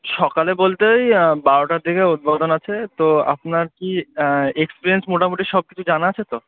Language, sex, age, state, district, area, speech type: Bengali, male, 18-30, West Bengal, Murshidabad, urban, conversation